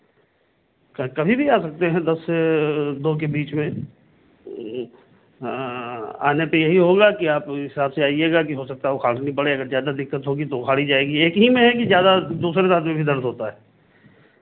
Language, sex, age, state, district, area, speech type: Hindi, male, 45-60, Uttar Pradesh, Lucknow, rural, conversation